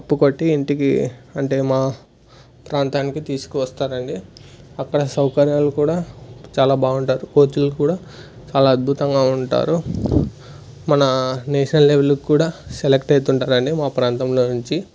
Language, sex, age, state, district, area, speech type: Telugu, male, 18-30, Andhra Pradesh, Sri Satya Sai, urban, spontaneous